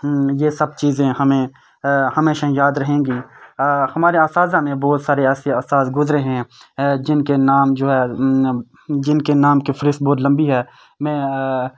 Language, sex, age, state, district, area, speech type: Urdu, male, 18-30, Jammu and Kashmir, Srinagar, urban, spontaneous